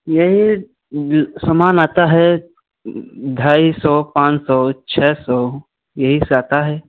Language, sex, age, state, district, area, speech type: Hindi, male, 18-30, Uttar Pradesh, Jaunpur, rural, conversation